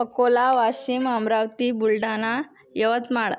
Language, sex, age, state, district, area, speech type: Marathi, female, 18-30, Maharashtra, Akola, rural, spontaneous